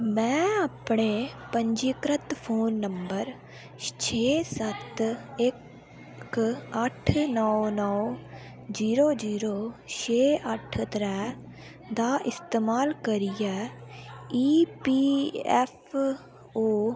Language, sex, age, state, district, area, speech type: Dogri, female, 18-30, Jammu and Kashmir, Udhampur, rural, read